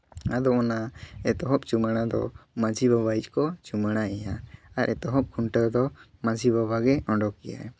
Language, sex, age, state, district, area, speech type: Santali, male, 18-30, Jharkhand, Seraikela Kharsawan, rural, spontaneous